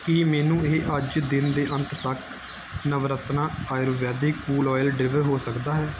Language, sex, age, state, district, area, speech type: Punjabi, male, 18-30, Punjab, Gurdaspur, urban, read